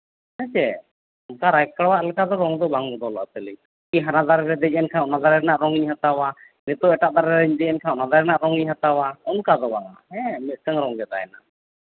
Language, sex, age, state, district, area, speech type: Santali, male, 30-45, Jharkhand, East Singhbhum, rural, conversation